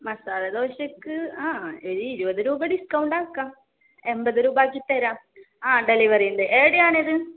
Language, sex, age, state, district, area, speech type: Malayalam, female, 18-30, Kerala, Kasaragod, rural, conversation